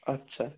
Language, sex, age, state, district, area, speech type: Bengali, male, 18-30, West Bengal, Darjeeling, rural, conversation